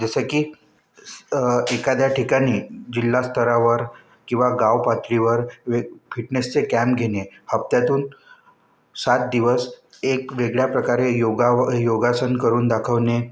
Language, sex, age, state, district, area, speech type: Marathi, male, 18-30, Maharashtra, Wardha, urban, spontaneous